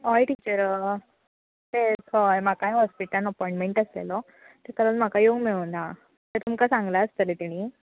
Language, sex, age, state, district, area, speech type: Goan Konkani, female, 18-30, Goa, Canacona, rural, conversation